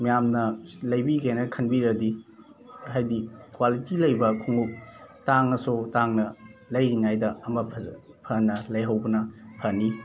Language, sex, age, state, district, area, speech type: Manipuri, male, 18-30, Manipur, Thoubal, rural, spontaneous